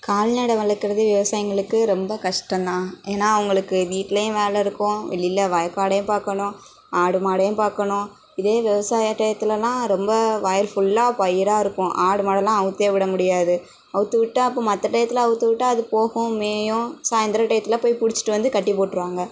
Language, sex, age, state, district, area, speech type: Tamil, female, 18-30, Tamil Nadu, Tirunelveli, rural, spontaneous